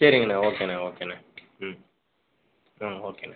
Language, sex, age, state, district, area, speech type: Tamil, male, 30-45, Tamil Nadu, Pudukkottai, rural, conversation